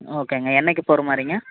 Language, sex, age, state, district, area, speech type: Tamil, male, 18-30, Tamil Nadu, Dharmapuri, rural, conversation